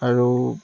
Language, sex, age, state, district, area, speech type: Assamese, male, 18-30, Assam, Lakhimpur, rural, spontaneous